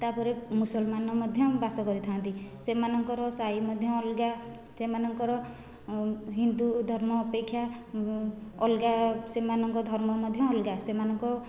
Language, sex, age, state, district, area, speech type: Odia, female, 45-60, Odisha, Khordha, rural, spontaneous